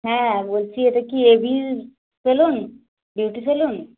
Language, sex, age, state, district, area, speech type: Bengali, female, 45-60, West Bengal, Hooghly, urban, conversation